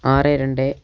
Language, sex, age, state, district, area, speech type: Malayalam, male, 18-30, Kerala, Wayanad, rural, spontaneous